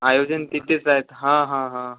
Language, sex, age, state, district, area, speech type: Marathi, male, 18-30, Maharashtra, Wardha, urban, conversation